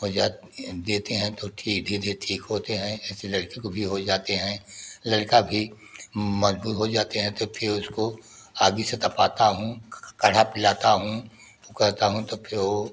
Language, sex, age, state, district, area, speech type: Hindi, male, 60+, Uttar Pradesh, Prayagraj, rural, spontaneous